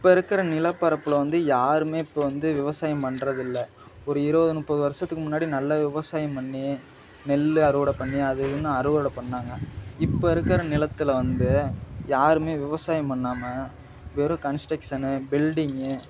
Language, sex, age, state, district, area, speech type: Tamil, male, 18-30, Tamil Nadu, Madurai, urban, spontaneous